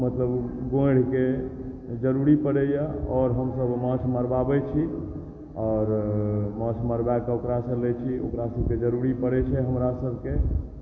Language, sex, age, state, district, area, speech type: Maithili, male, 30-45, Bihar, Supaul, rural, spontaneous